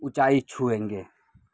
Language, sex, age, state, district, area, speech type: Urdu, male, 30-45, Bihar, Khagaria, urban, spontaneous